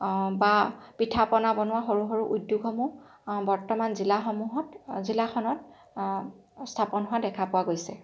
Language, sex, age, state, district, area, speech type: Assamese, female, 18-30, Assam, Lakhimpur, rural, spontaneous